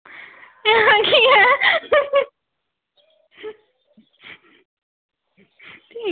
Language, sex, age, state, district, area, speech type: Dogri, female, 18-30, Jammu and Kashmir, Kathua, rural, conversation